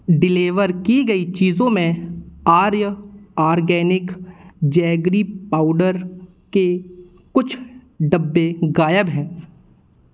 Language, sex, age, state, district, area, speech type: Hindi, male, 18-30, Madhya Pradesh, Jabalpur, rural, read